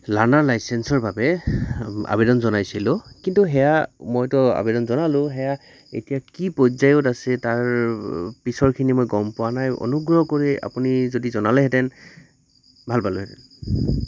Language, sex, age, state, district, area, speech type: Assamese, male, 18-30, Assam, Goalpara, rural, spontaneous